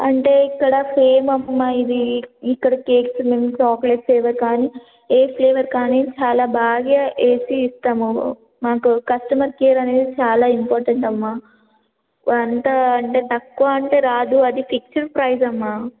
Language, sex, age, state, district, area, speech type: Telugu, female, 18-30, Telangana, Warangal, rural, conversation